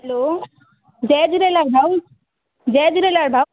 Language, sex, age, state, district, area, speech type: Sindhi, female, 18-30, Madhya Pradesh, Katni, urban, conversation